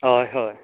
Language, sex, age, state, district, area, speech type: Goan Konkani, male, 30-45, Goa, Canacona, rural, conversation